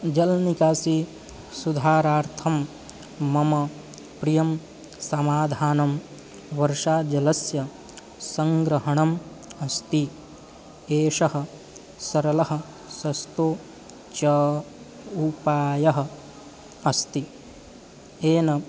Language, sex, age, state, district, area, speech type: Sanskrit, male, 18-30, Bihar, East Champaran, rural, spontaneous